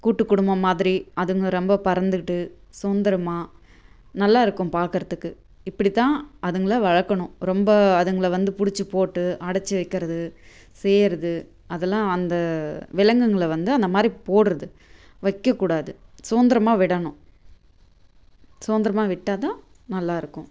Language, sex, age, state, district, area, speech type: Tamil, female, 30-45, Tamil Nadu, Tirupattur, rural, spontaneous